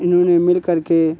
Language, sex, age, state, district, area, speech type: Hindi, male, 45-60, Uttar Pradesh, Hardoi, rural, spontaneous